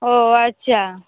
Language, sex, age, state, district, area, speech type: Bengali, female, 18-30, West Bengal, Hooghly, urban, conversation